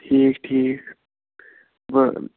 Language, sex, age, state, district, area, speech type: Kashmiri, male, 18-30, Jammu and Kashmir, Baramulla, rural, conversation